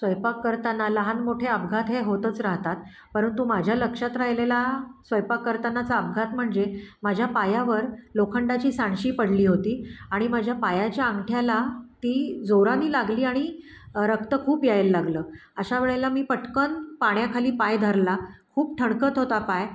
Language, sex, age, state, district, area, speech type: Marathi, female, 45-60, Maharashtra, Pune, urban, spontaneous